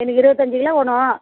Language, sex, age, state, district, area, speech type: Tamil, female, 60+, Tamil Nadu, Tiruvannamalai, rural, conversation